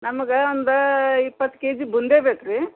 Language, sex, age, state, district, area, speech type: Kannada, female, 60+, Karnataka, Gadag, urban, conversation